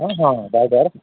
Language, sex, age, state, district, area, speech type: Odia, male, 45-60, Odisha, Nabarangpur, rural, conversation